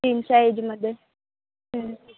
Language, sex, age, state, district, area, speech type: Marathi, female, 18-30, Maharashtra, Wardha, urban, conversation